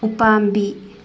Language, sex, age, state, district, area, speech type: Manipuri, female, 30-45, Manipur, Thoubal, rural, read